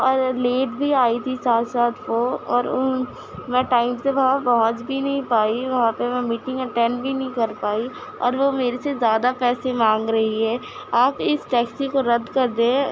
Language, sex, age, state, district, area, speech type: Urdu, female, 18-30, Uttar Pradesh, Gautam Buddha Nagar, rural, spontaneous